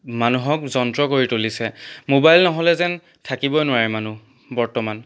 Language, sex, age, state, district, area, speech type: Assamese, male, 18-30, Assam, Charaideo, urban, spontaneous